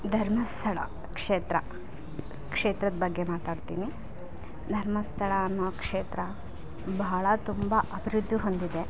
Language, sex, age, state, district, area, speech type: Kannada, female, 30-45, Karnataka, Vijayanagara, rural, spontaneous